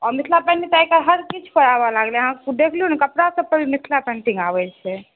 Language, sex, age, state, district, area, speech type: Maithili, female, 18-30, Bihar, Supaul, rural, conversation